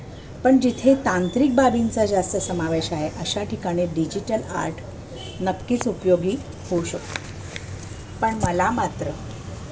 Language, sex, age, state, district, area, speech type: Marathi, female, 60+, Maharashtra, Thane, urban, spontaneous